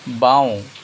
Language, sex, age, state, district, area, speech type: Assamese, male, 30-45, Assam, Jorhat, urban, read